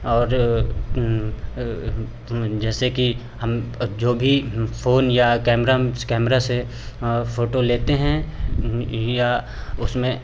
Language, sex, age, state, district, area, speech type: Hindi, male, 30-45, Uttar Pradesh, Lucknow, rural, spontaneous